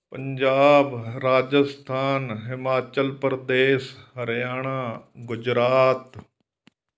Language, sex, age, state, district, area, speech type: Punjabi, male, 45-60, Punjab, Fatehgarh Sahib, rural, spontaneous